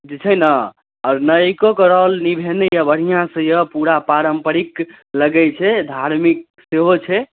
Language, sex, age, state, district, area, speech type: Maithili, male, 18-30, Bihar, Darbhanga, rural, conversation